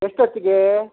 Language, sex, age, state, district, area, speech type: Kannada, male, 60+, Karnataka, Udupi, rural, conversation